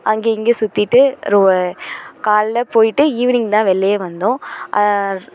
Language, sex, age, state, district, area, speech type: Tamil, female, 18-30, Tamil Nadu, Thanjavur, urban, spontaneous